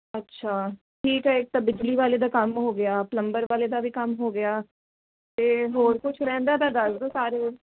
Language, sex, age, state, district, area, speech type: Punjabi, female, 18-30, Punjab, Jalandhar, urban, conversation